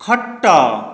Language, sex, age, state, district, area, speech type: Odia, male, 45-60, Odisha, Dhenkanal, rural, read